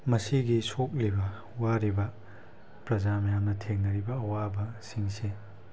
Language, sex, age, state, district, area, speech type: Manipuri, male, 18-30, Manipur, Tengnoupal, rural, spontaneous